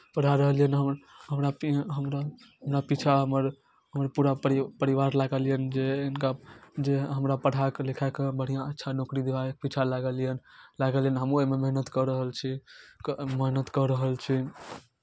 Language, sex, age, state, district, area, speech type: Maithili, male, 18-30, Bihar, Darbhanga, rural, spontaneous